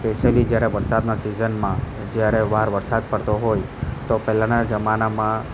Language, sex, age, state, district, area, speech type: Gujarati, male, 30-45, Gujarat, Valsad, rural, spontaneous